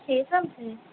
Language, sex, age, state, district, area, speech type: Telugu, female, 18-30, Andhra Pradesh, East Godavari, rural, conversation